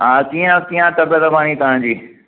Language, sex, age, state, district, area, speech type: Sindhi, male, 45-60, Maharashtra, Mumbai Suburban, urban, conversation